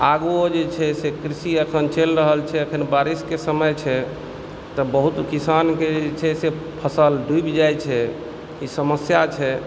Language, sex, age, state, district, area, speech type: Maithili, male, 30-45, Bihar, Supaul, rural, spontaneous